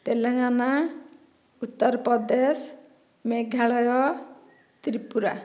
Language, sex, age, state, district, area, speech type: Odia, female, 45-60, Odisha, Dhenkanal, rural, spontaneous